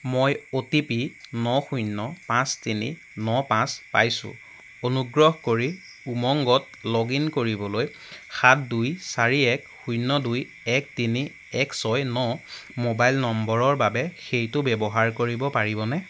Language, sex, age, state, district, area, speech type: Assamese, male, 18-30, Assam, Jorhat, urban, read